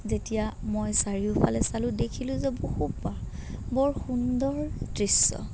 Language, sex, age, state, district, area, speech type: Assamese, female, 30-45, Assam, Sonitpur, rural, spontaneous